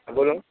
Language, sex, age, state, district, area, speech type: Bengali, male, 45-60, West Bengal, Hooghly, urban, conversation